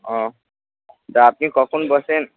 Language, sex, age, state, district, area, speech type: Bengali, male, 18-30, West Bengal, Purba Bardhaman, urban, conversation